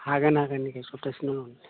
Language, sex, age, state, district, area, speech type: Bodo, male, 45-60, Assam, Udalguri, urban, conversation